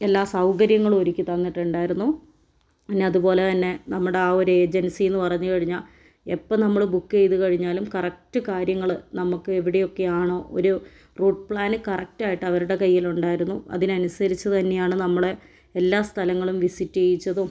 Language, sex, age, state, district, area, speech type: Malayalam, female, 18-30, Kerala, Wayanad, rural, spontaneous